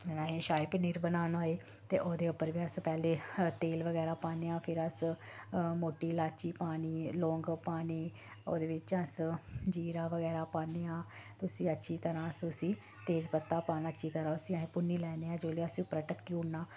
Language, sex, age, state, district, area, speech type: Dogri, female, 30-45, Jammu and Kashmir, Samba, urban, spontaneous